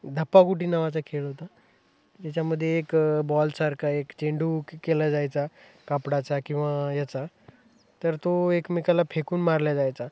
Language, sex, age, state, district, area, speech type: Marathi, male, 18-30, Maharashtra, Hingoli, urban, spontaneous